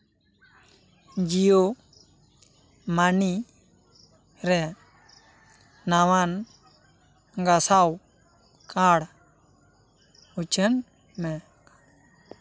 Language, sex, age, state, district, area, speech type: Santali, male, 18-30, West Bengal, Bankura, rural, read